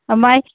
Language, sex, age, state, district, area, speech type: Bodo, female, 60+, Assam, Kokrajhar, urban, conversation